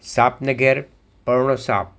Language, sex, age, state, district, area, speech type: Gujarati, male, 60+, Gujarat, Anand, urban, spontaneous